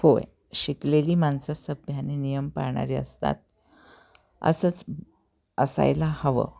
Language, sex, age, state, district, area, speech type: Marathi, female, 45-60, Maharashtra, Osmanabad, rural, spontaneous